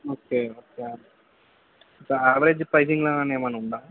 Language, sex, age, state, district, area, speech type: Telugu, male, 30-45, Andhra Pradesh, N T Rama Rao, urban, conversation